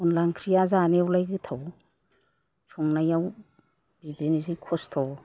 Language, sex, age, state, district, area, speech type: Bodo, male, 60+, Assam, Chirang, rural, spontaneous